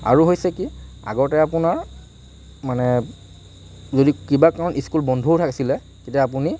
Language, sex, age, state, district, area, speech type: Assamese, male, 45-60, Assam, Morigaon, rural, spontaneous